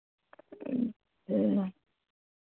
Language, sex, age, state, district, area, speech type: Hindi, female, 45-60, Uttar Pradesh, Ayodhya, rural, conversation